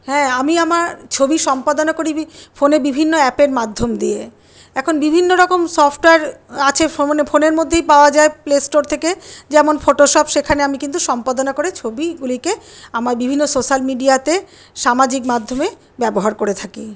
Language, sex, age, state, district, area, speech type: Bengali, female, 60+, West Bengal, Paschim Bardhaman, urban, spontaneous